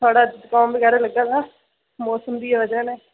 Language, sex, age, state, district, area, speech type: Dogri, female, 18-30, Jammu and Kashmir, Udhampur, rural, conversation